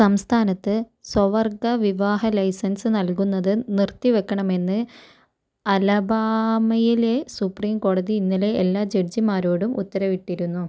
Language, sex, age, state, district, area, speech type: Malayalam, female, 45-60, Kerala, Kozhikode, urban, read